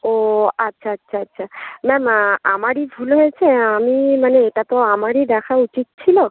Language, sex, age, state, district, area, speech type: Bengali, female, 18-30, West Bengal, Uttar Dinajpur, urban, conversation